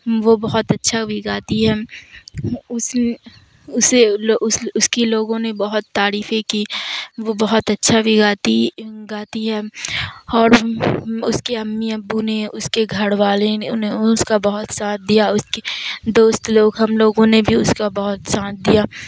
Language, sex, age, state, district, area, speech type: Urdu, female, 30-45, Bihar, Supaul, rural, spontaneous